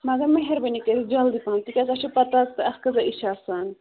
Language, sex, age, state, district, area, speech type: Kashmiri, female, 18-30, Jammu and Kashmir, Budgam, rural, conversation